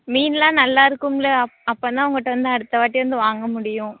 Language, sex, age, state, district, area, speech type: Tamil, female, 18-30, Tamil Nadu, Thoothukudi, rural, conversation